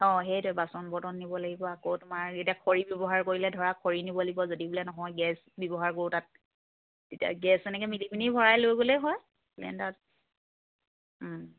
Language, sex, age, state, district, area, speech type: Assamese, female, 30-45, Assam, Charaideo, rural, conversation